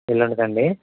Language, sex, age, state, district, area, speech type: Telugu, male, 18-30, Andhra Pradesh, Eluru, rural, conversation